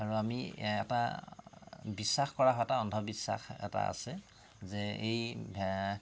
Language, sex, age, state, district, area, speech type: Assamese, male, 30-45, Assam, Tinsukia, urban, spontaneous